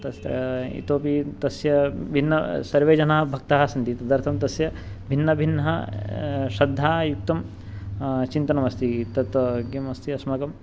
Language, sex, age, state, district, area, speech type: Sanskrit, male, 18-30, Maharashtra, Nagpur, urban, spontaneous